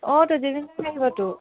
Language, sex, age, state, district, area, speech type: Assamese, female, 18-30, Assam, Biswanath, rural, conversation